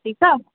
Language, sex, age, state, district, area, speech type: Sindhi, female, 30-45, Madhya Pradesh, Katni, rural, conversation